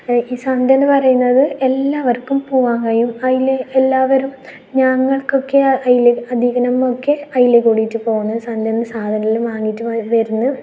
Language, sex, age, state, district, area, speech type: Malayalam, female, 18-30, Kerala, Kasaragod, rural, spontaneous